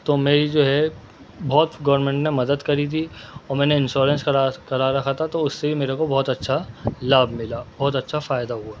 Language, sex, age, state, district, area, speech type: Urdu, male, 18-30, Delhi, North West Delhi, urban, spontaneous